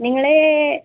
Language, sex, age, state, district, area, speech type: Malayalam, female, 30-45, Kerala, Kasaragod, rural, conversation